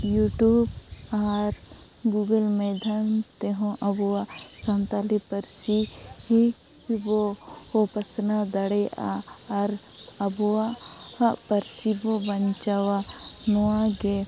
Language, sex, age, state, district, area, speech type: Santali, female, 18-30, Jharkhand, Seraikela Kharsawan, rural, spontaneous